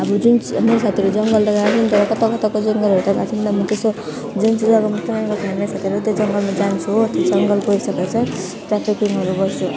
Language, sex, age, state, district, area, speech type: Nepali, female, 18-30, West Bengal, Alipurduar, rural, spontaneous